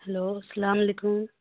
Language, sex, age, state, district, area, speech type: Urdu, female, 45-60, Bihar, Khagaria, rural, conversation